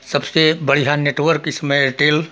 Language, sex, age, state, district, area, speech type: Hindi, male, 60+, Uttar Pradesh, Hardoi, rural, spontaneous